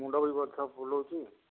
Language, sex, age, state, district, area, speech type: Odia, male, 60+, Odisha, Angul, rural, conversation